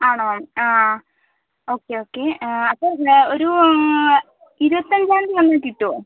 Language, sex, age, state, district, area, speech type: Malayalam, female, 30-45, Kerala, Wayanad, rural, conversation